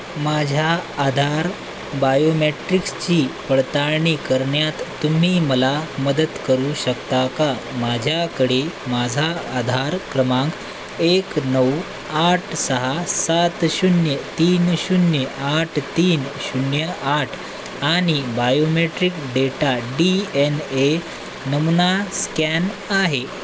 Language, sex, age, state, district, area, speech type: Marathi, male, 45-60, Maharashtra, Nanded, rural, read